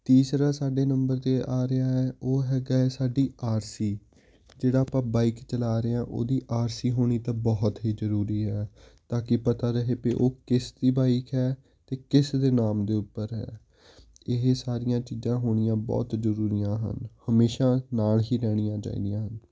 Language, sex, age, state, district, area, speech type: Punjabi, male, 18-30, Punjab, Hoshiarpur, urban, spontaneous